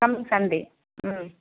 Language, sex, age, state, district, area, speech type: Tamil, female, 18-30, Tamil Nadu, Kallakurichi, rural, conversation